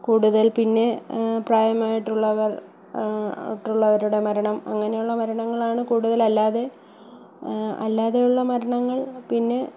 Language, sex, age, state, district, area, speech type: Malayalam, female, 30-45, Kerala, Kollam, rural, spontaneous